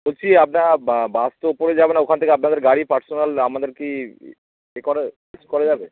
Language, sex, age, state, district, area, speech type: Bengali, male, 30-45, West Bengal, Darjeeling, rural, conversation